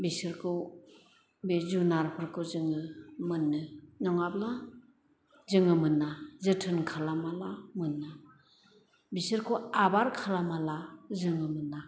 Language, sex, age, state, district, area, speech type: Bodo, female, 60+, Assam, Chirang, rural, spontaneous